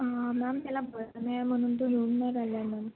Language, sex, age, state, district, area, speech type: Marathi, female, 30-45, Maharashtra, Nagpur, rural, conversation